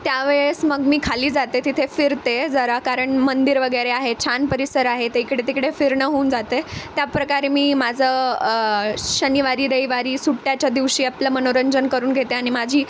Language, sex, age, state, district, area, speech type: Marathi, female, 18-30, Maharashtra, Nanded, rural, spontaneous